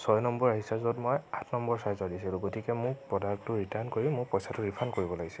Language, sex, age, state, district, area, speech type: Assamese, male, 18-30, Assam, Nagaon, rural, spontaneous